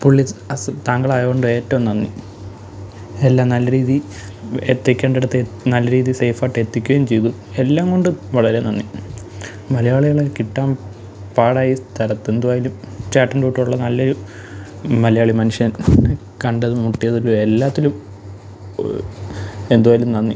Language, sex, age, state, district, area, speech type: Malayalam, male, 18-30, Kerala, Pathanamthitta, rural, spontaneous